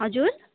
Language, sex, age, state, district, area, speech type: Nepali, female, 30-45, West Bengal, Darjeeling, rural, conversation